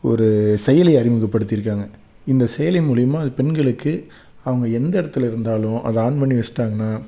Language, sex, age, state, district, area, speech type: Tamil, male, 30-45, Tamil Nadu, Salem, urban, spontaneous